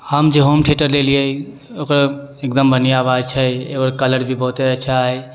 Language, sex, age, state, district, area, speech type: Maithili, male, 18-30, Bihar, Sitamarhi, urban, spontaneous